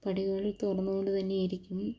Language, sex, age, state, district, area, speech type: Malayalam, female, 18-30, Kerala, Palakkad, rural, spontaneous